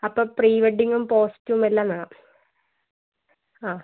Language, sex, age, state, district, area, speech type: Malayalam, female, 18-30, Kerala, Wayanad, rural, conversation